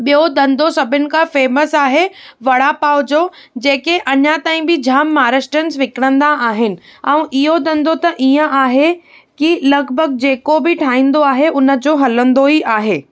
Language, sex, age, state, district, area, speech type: Sindhi, female, 18-30, Maharashtra, Thane, urban, spontaneous